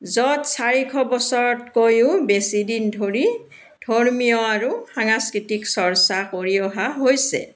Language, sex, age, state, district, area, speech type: Assamese, female, 60+, Assam, Dibrugarh, urban, spontaneous